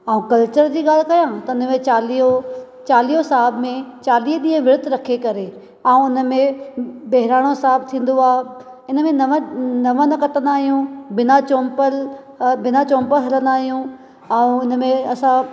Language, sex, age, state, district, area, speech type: Sindhi, female, 30-45, Maharashtra, Thane, urban, spontaneous